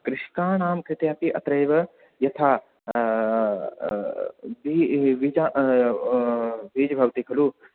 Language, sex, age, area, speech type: Sanskrit, male, 18-30, rural, conversation